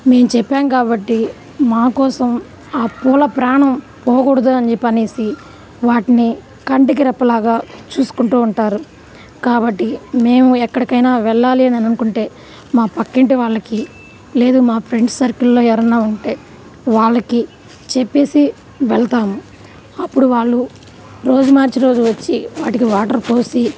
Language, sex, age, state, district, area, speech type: Telugu, female, 30-45, Andhra Pradesh, Nellore, rural, spontaneous